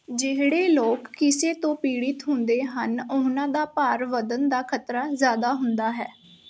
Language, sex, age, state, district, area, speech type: Punjabi, female, 18-30, Punjab, Sangrur, urban, read